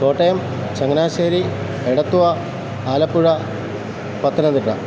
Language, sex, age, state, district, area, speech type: Malayalam, male, 45-60, Kerala, Kottayam, urban, spontaneous